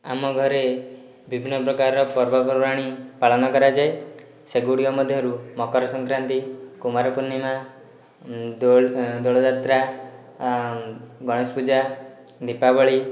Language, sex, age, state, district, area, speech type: Odia, male, 18-30, Odisha, Dhenkanal, rural, spontaneous